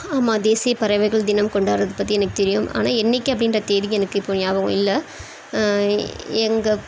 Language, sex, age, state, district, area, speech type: Tamil, female, 30-45, Tamil Nadu, Chennai, urban, spontaneous